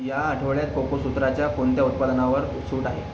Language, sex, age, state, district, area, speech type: Marathi, male, 18-30, Maharashtra, Akola, rural, read